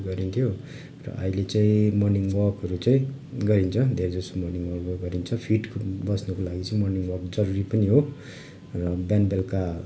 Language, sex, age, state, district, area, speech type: Nepali, male, 30-45, West Bengal, Darjeeling, rural, spontaneous